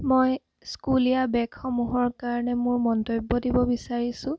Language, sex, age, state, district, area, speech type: Assamese, female, 18-30, Assam, Jorhat, urban, spontaneous